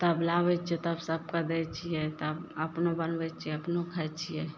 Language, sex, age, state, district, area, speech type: Maithili, female, 18-30, Bihar, Madhepura, rural, spontaneous